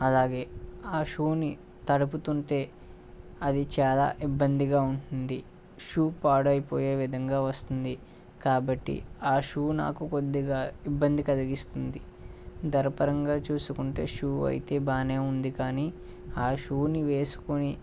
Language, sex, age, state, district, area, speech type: Telugu, male, 18-30, Andhra Pradesh, West Godavari, rural, spontaneous